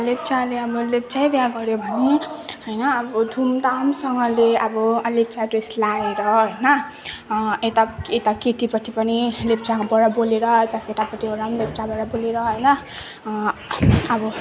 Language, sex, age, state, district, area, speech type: Nepali, female, 18-30, West Bengal, Darjeeling, rural, spontaneous